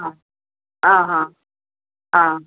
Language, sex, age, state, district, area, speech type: Odia, female, 60+, Odisha, Gajapati, rural, conversation